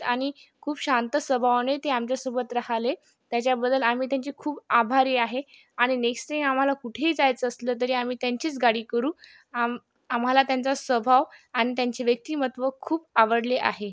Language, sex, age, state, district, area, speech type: Marathi, female, 18-30, Maharashtra, Yavatmal, rural, spontaneous